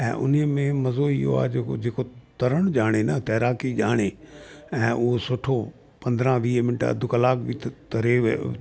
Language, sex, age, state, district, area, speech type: Sindhi, male, 60+, Delhi, South Delhi, urban, spontaneous